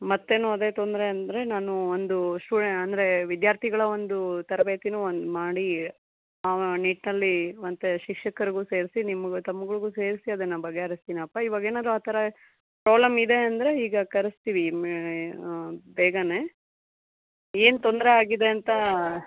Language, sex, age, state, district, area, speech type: Kannada, female, 30-45, Karnataka, Chikkaballapur, urban, conversation